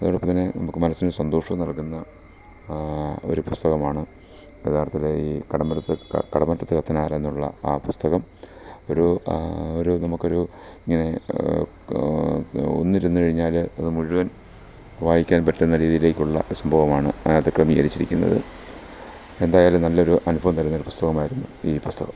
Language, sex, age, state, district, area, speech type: Malayalam, male, 45-60, Kerala, Kollam, rural, spontaneous